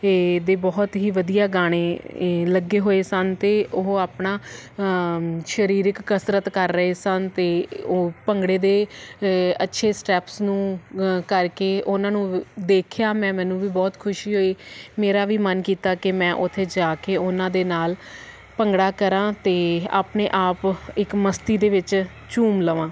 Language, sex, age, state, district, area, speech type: Punjabi, female, 30-45, Punjab, Faridkot, urban, spontaneous